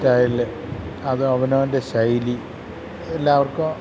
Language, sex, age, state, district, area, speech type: Malayalam, male, 45-60, Kerala, Kottayam, urban, spontaneous